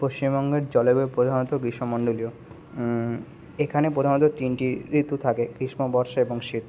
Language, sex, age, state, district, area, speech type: Bengali, male, 18-30, West Bengal, Kolkata, urban, spontaneous